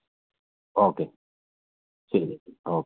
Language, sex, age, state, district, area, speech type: Malayalam, male, 18-30, Kerala, Wayanad, rural, conversation